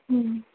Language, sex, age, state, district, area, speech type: Sindhi, female, 30-45, Rajasthan, Ajmer, urban, conversation